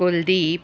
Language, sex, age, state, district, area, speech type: Punjabi, female, 45-60, Punjab, Ludhiana, urban, spontaneous